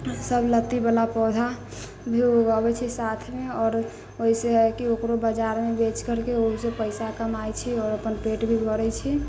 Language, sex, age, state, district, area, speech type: Maithili, female, 30-45, Bihar, Sitamarhi, rural, spontaneous